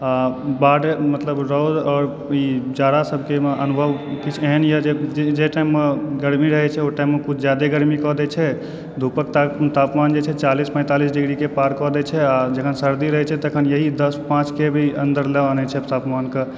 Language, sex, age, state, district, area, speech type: Maithili, male, 18-30, Bihar, Supaul, rural, spontaneous